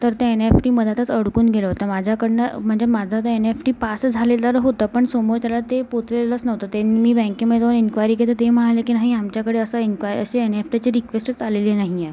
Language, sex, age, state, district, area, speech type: Marathi, female, 18-30, Maharashtra, Amravati, urban, spontaneous